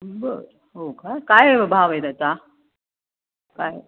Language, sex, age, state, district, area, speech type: Marathi, female, 45-60, Maharashtra, Nashik, urban, conversation